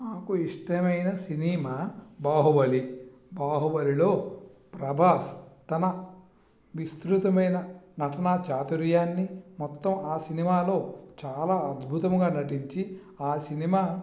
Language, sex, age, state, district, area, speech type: Telugu, male, 45-60, Andhra Pradesh, Visakhapatnam, rural, spontaneous